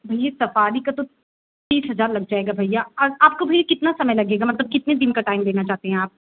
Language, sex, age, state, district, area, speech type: Hindi, female, 18-30, Uttar Pradesh, Pratapgarh, rural, conversation